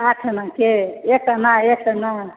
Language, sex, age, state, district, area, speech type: Maithili, female, 60+, Bihar, Supaul, rural, conversation